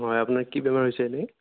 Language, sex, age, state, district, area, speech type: Assamese, male, 18-30, Assam, Sonitpur, rural, conversation